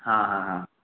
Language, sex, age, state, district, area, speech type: Hindi, male, 18-30, Madhya Pradesh, Jabalpur, urban, conversation